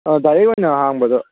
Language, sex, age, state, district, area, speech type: Manipuri, male, 18-30, Manipur, Kangpokpi, urban, conversation